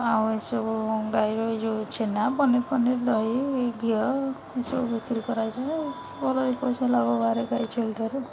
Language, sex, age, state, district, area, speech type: Odia, female, 30-45, Odisha, Rayagada, rural, spontaneous